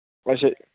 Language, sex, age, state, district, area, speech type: Punjabi, male, 18-30, Punjab, Mohali, rural, conversation